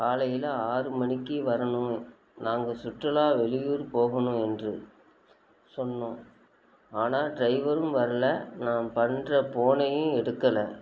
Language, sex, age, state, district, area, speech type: Tamil, female, 45-60, Tamil Nadu, Nagapattinam, rural, spontaneous